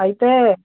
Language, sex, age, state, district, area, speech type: Telugu, male, 18-30, Andhra Pradesh, Guntur, urban, conversation